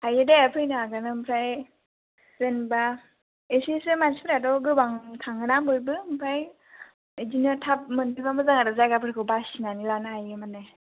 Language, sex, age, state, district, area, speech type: Bodo, female, 18-30, Assam, Baksa, rural, conversation